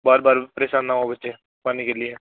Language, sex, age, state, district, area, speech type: Hindi, male, 18-30, Rajasthan, Nagaur, urban, conversation